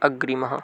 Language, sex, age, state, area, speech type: Sanskrit, male, 18-30, Madhya Pradesh, urban, read